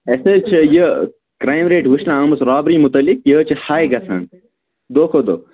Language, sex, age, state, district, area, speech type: Kashmiri, male, 18-30, Jammu and Kashmir, Anantnag, rural, conversation